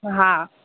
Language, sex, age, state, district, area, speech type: Sindhi, female, 30-45, Gujarat, Junagadh, urban, conversation